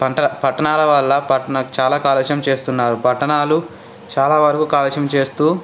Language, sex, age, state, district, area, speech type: Telugu, male, 18-30, Telangana, Ranga Reddy, urban, spontaneous